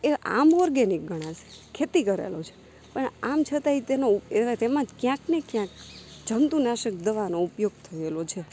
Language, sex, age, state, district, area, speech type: Gujarati, female, 30-45, Gujarat, Rajkot, rural, spontaneous